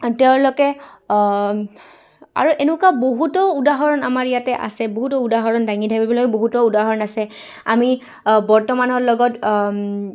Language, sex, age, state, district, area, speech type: Assamese, female, 18-30, Assam, Goalpara, urban, spontaneous